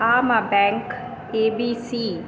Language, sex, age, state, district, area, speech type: Sindhi, female, 30-45, Uttar Pradesh, Lucknow, urban, spontaneous